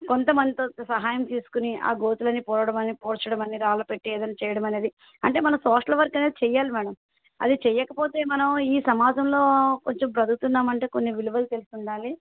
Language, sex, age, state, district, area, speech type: Telugu, female, 45-60, Andhra Pradesh, Eluru, rural, conversation